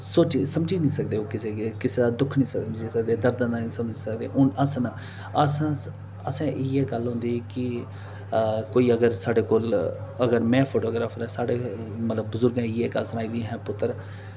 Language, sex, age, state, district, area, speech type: Dogri, male, 30-45, Jammu and Kashmir, Reasi, urban, spontaneous